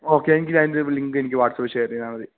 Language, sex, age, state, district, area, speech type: Malayalam, male, 18-30, Kerala, Idukki, rural, conversation